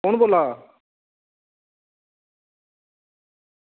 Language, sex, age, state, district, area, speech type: Dogri, male, 18-30, Jammu and Kashmir, Samba, rural, conversation